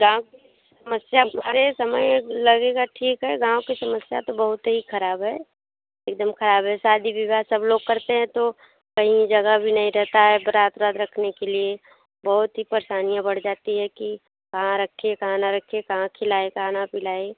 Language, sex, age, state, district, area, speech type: Hindi, female, 30-45, Uttar Pradesh, Bhadohi, rural, conversation